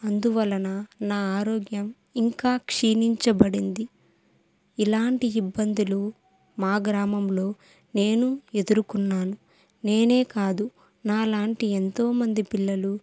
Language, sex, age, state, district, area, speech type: Telugu, female, 18-30, Andhra Pradesh, Kadapa, rural, spontaneous